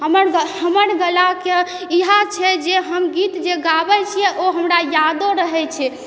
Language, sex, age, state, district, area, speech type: Maithili, female, 18-30, Bihar, Supaul, rural, spontaneous